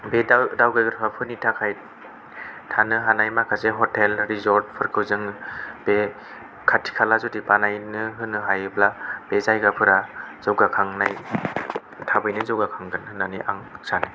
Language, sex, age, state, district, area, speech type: Bodo, male, 18-30, Assam, Kokrajhar, rural, spontaneous